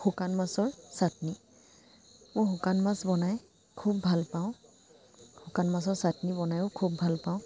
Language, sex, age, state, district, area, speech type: Assamese, female, 30-45, Assam, Charaideo, urban, spontaneous